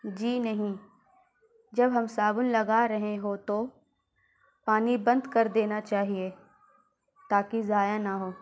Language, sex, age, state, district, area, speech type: Urdu, female, 18-30, Bihar, Gaya, urban, spontaneous